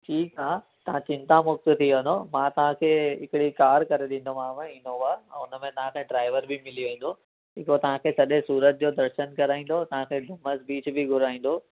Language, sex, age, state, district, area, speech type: Sindhi, male, 18-30, Gujarat, Surat, urban, conversation